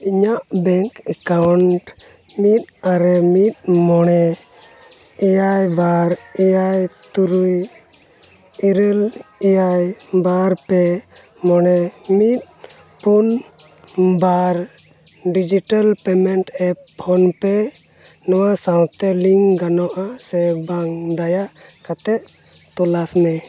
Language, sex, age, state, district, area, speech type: Santali, male, 30-45, Jharkhand, Pakur, rural, read